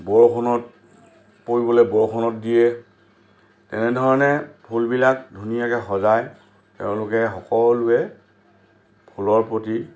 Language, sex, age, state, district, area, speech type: Assamese, male, 60+, Assam, Lakhimpur, urban, spontaneous